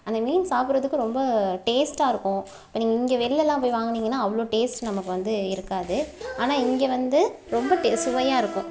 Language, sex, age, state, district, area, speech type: Tamil, female, 30-45, Tamil Nadu, Mayiladuthurai, rural, spontaneous